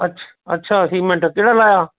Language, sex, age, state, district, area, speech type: Punjabi, male, 60+, Punjab, Shaheed Bhagat Singh Nagar, urban, conversation